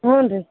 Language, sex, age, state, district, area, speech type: Kannada, female, 45-60, Karnataka, Gadag, rural, conversation